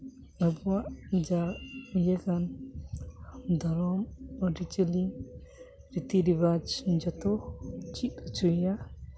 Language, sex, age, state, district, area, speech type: Santali, male, 18-30, West Bengal, Uttar Dinajpur, rural, spontaneous